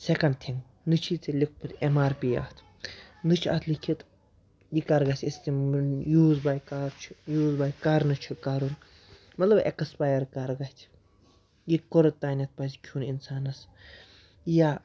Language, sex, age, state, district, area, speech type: Kashmiri, female, 18-30, Jammu and Kashmir, Kupwara, rural, spontaneous